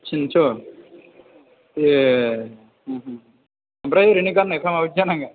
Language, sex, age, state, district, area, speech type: Bodo, male, 30-45, Assam, Chirang, rural, conversation